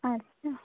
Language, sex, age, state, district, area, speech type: Bengali, female, 18-30, West Bengal, Birbhum, urban, conversation